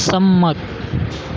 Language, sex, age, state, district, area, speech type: Gujarati, male, 18-30, Gujarat, Valsad, rural, read